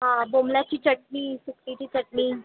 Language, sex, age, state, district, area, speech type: Marathi, female, 18-30, Maharashtra, Thane, urban, conversation